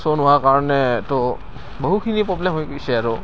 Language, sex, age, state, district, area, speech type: Assamese, male, 18-30, Assam, Barpeta, rural, spontaneous